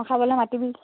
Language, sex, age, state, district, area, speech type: Assamese, female, 18-30, Assam, Charaideo, urban, conversation